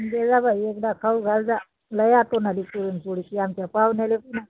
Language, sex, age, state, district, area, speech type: Marathi, female, 30-45, Maharashtra, Washim, rural, conversation